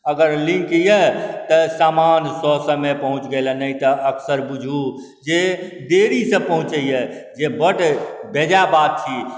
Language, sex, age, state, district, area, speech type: Maithili, male, 45-60, Bihar, Supaul, urban, spontaneous